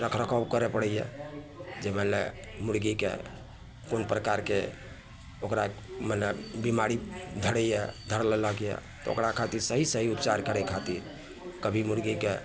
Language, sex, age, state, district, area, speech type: Maithili, male, 45-60, Bihar, Araria, rural, spontaneous